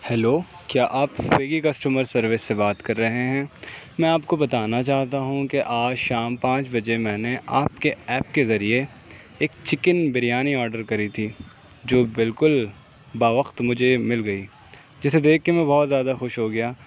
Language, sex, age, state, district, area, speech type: Urdu, male, 18-30, Uttar Pradesh, Aligarh, urban, spontaneous